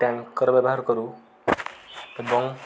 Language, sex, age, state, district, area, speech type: Odia, male, 45-60, Odisha, Kendujhar, urban, spontaneous